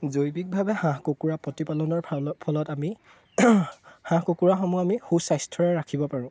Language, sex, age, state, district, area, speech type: Assamese, male, 18-30, Assam, Golaghat, rural, spontaneous